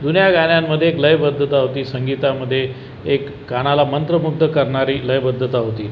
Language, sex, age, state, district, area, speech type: Marathi, male, 45-60, Maharashtra, Buldhana, rural, spontaneous